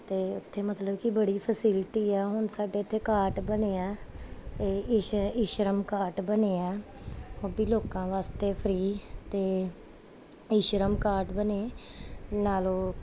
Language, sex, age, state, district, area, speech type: Punjabi, female, 30-45, Punjab, Gurdaspur, urban, spontaneous